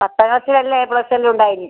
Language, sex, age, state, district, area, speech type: Malayalam, female, 60+, Kerala, Kasaragod, rural, conversation